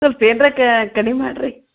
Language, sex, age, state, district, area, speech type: Kannada, female, 45-60, Karnataka, Gulbarga, urban, conversation